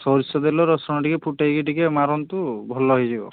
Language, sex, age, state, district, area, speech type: Odia, male, 45-60, Odisha, Angul, rural, conversation